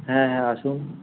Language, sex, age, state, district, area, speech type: Bengali, male, 18-30, West Bengal, Kolkata, urban, conversation